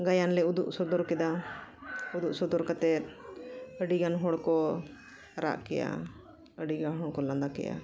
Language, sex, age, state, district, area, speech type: Santali, female, 45-60, Jharkhand, Bokaro, rural, spontaneous